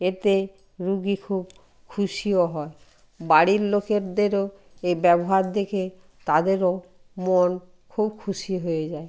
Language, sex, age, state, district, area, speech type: Bengali, female, 60+, West Bengal, Purba Medinipur, rural, spontaneous